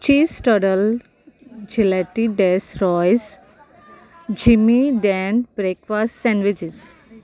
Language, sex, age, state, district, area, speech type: Goan Konkani, female, 30-45, Goa, Salcete, rural, spontaneous